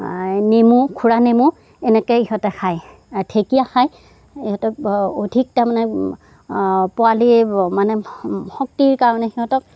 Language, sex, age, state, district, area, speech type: Assamese, female, 60+, Assam, Darrang, rural, spontaneous